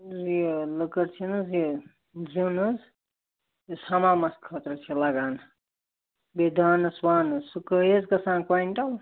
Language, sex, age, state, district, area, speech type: Kashmiri, male, 18-30, Jammu and Kashmir, Ganderbal, rural, conversation